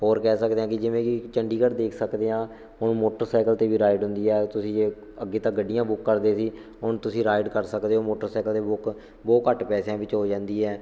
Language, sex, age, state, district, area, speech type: Punjabi, male, 18-30, Punjab, Shaheed Bhagat Singh Nagar, rural, spontaneous